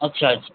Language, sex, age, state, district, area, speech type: Marathi, male, 45-60, Maharashtra, Thane, rural, conversation